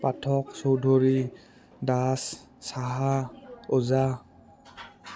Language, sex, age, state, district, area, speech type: Assamese, male, 18-30, Assam, Udalguri, rural, spontaneous